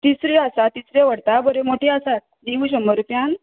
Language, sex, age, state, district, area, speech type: Goan Konkani, female, 30-45, Goa, Canacona, rural, conversation